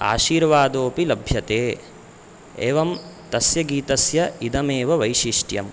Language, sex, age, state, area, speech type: Sanskrit, male, 18-30, Chhattisgarh, rural, spontaneous